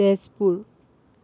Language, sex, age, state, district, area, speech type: Assamese, male, 18-30, Assam, Dhemaji, rural, spontaneous